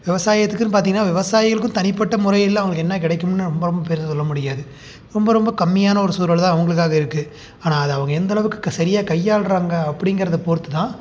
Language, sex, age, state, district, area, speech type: Tamil, male, 30-45, Tamil Nadu, Salem, rural, spontaneous